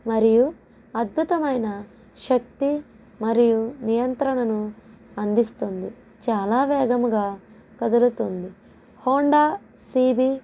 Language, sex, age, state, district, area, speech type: Telugu, female, 18-30, Andhra Pradesh, East Godavari, rural, spontaneous